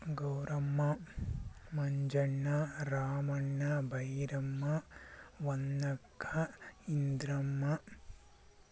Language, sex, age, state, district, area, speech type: Kannada, male, 18-30, Karnataka, Chikkaballapur, rural, spontaneous